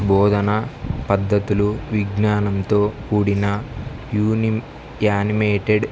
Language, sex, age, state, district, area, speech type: Telugu, male, 18-30, Andhra Pradesh, Kurnool, rural, spontaneous